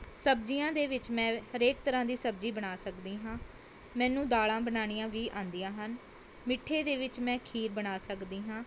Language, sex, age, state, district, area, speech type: Punjabi, female, 18-30, Punjab, Mohali, urban, spontaneous